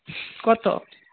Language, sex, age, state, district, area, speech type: Bengali, male, 18-30, West Bengal, Jhargram, rural, conversation